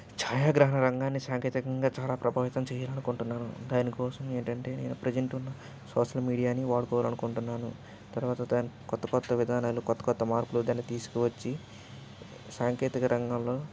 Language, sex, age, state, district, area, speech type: Telugu, male, 18-30, Andhra Pradesh, N T Rama Rao, urban, spontaneous